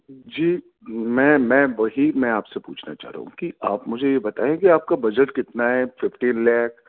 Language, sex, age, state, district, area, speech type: Urdu, male, 30-45, Delhi, Central Delhi, urban, conversation